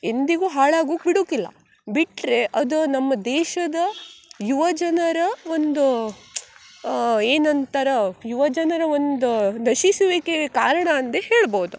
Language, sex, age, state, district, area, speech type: Kannada, female, 18-30, Karnataka, Uttara Kannada, rural, spontaneous